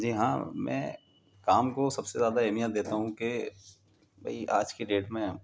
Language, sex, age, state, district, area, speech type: Urdu, male, 18-30, Delhi, Central Delhi, urban, spontaneous